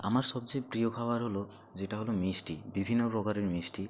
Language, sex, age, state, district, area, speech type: Bengali, male, 60+, West Bengal, Purba Medinipur, rural, spontaneous